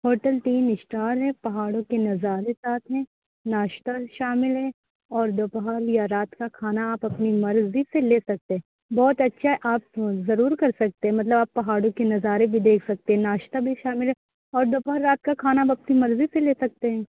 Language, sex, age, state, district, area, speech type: Urdu, female, 18-30, Uttar Pradesh, Balrampur, rural, conversation